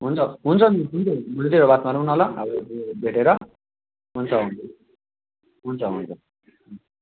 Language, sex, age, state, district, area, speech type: Nepali, male, 18-30, West Bengal, Darjeeling, rural, conversation